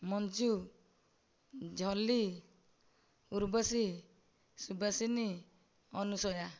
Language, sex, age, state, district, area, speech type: Odia, female, 45-60, Odisha, Nayagarh, rural, spontaneous